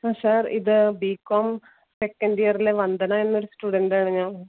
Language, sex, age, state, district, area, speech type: Malayalam, female, 30-45, Kerala, Kannur, rural, conversation